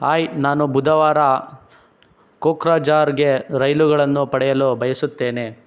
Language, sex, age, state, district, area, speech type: Kannada, male, 18-30, Karnataka, Chikkaballapur, rural, read